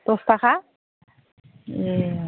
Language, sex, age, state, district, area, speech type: Bodo, female, 45-60, Assam, Udalguri, rural, conversation